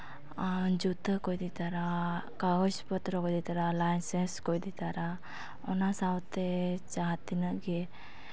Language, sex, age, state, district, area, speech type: Santali, female, 18-30, Jharkhand, East Singhbhum, rural, spontaneous